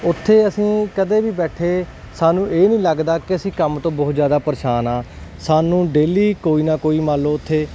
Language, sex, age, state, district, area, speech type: Punjabi, male, 18-30, Punjab, Hoshiarpur, rural, spontaneous